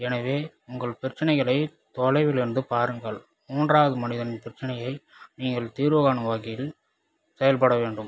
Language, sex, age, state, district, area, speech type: Tamil, male, 30-45, Tamil Nadu, Viluppuram, rural, spontaneous